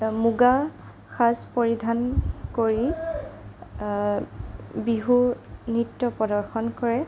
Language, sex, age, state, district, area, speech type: Assamese, female, 30-45, Assam, Darrang, rural, spontaneous